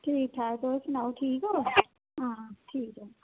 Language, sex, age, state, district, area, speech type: Dogri, female, 60+, Jammu and Kashmir, Kathua, rural, conversation